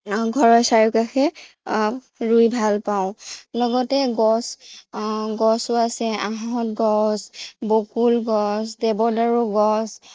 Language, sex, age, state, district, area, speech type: Assamese, female, 30-45, Assam, Morigaon, rural, spontaneous